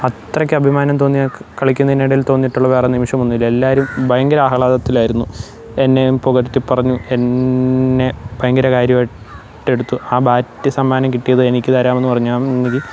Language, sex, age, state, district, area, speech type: Malayalam, male, 18-30, Kerala, Pathanamthitta, rural, spontaneous